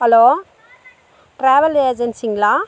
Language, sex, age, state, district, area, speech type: Tamil, female, 30-45, Tamil Nadu, Dharmapuri, rural, spontaneous